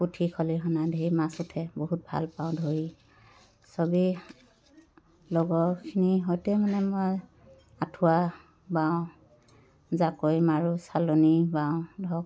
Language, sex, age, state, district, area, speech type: Assamese, female, 30-45, Assam, Dhemaji, urban, spontaneous